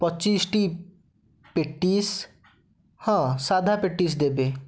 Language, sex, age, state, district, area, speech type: Odia, male, 30-45, Odisha, Bhadrak, rural, spontaneous